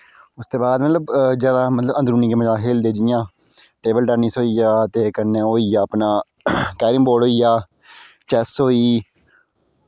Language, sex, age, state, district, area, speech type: Dogri, female, 30-45, Jammu and Kashmir, Udhampur, rural, spontaneous